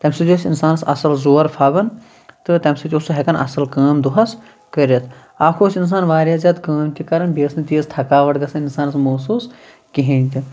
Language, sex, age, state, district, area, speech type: Kashmiri, male, 30-45, Jammu and Kashmir, Shopian, rural, spontaneous